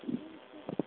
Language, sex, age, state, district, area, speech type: Hindi, female, 30-45, Madhya Pradesh, Ujjain, urban, conversation